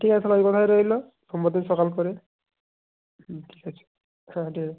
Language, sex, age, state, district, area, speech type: Bengali, male, 30-45, West Bengal, Jalpaiguri, rural, conversation